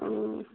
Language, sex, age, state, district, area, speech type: Assamese, female, 30-45, Assam, Sivasagar, rural, conversation